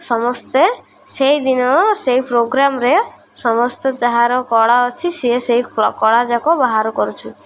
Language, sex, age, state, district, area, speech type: Odia, female, 18-30, Odisha, Malkangiri, urban, spontaneous